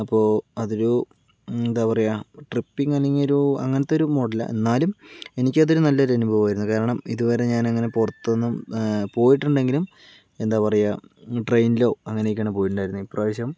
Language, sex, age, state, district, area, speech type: Malayalam, male, 18-30, Kerala, Palakkad, rural, spontaneous